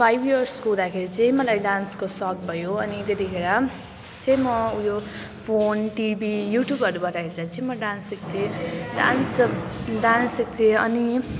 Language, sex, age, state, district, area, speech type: Nepali, female, 18-30, West Bengal, Jalpaiguri, rural, spontaneous